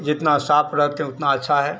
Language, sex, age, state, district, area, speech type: Hindi, male, 45-60, Bihar, Madhepura, rural, spontaneous